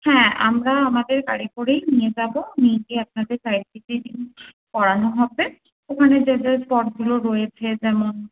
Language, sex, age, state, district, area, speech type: Bengali, female, 18-30, West Bengal, Kolkata, urban, conversation